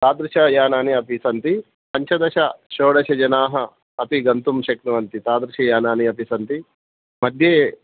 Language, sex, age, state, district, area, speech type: Sanskrit, male, 30-45, Telangana, Hyderabad, urban, conversation